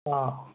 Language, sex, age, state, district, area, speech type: Kannada, male, 30-45, Karnataka, Bangalore Rural, rural, conversation